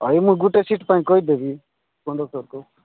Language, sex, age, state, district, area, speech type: Odia, male, 45-60, Odisha, Nabarangpur, rural, conversation